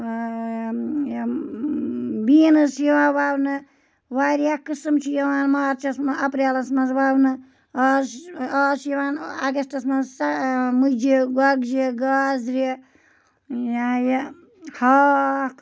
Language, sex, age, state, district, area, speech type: Kashmiri, female, 45-60, Jammu and Kashmir, Ganderbal, rural, spontaneous